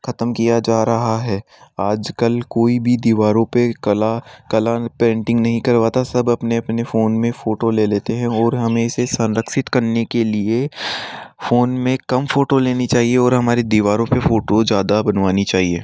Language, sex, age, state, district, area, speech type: Hindi, male, 18-30, Rajasthan, Jaipur, urban, spontaneous